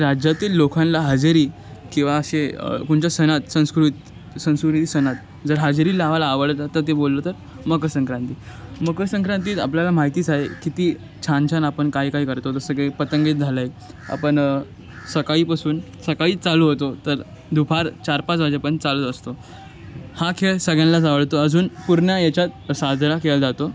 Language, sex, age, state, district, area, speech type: Marathi, male, 18-30, Maharashtra, Thane, urban, spontaneous